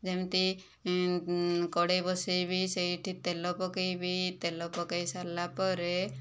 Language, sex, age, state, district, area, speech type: Odia, female, 60+, Odisha, Kandhamal, rural, spontaneous